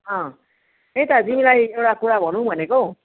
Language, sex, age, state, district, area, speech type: Nepali, female, 60+, West Bengal, Kalimpong, rural, conversation